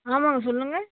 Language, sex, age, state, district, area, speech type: Tamil, female, 18-30, Tamil Nadu, Coimbatore, rural, conversation